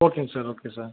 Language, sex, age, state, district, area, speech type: Tamil, male, 30-45, Tamil Nadu, Ariyalur, rural, conversation